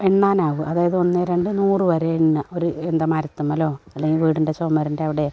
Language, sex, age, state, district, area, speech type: Malayalam, female, 45-60, Kerala, Malappuram, rural, spontaneous